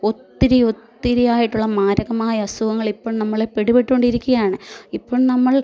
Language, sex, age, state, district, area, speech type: Malayalam, female, 30-45, Kerala, Kottayam, urban, spontaneous